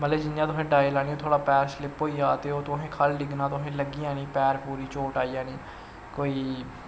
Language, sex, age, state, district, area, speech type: Dogri, male, 18-30, Jammu and Kashmir, Samba, rural, spontaneous